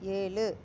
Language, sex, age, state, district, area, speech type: Tamil, female, 18-30, Tamil Nadu, Pudukkottai, rural, read